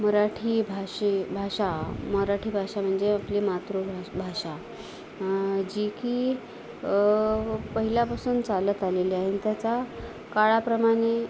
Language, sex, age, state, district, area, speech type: Marathi, female, 30-45, Maharashtra, Nanded, urban, spontaneous